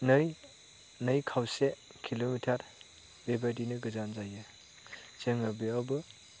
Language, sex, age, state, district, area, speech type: Bodo, male, 30-45, Assam, Chirang, rural, spontaneous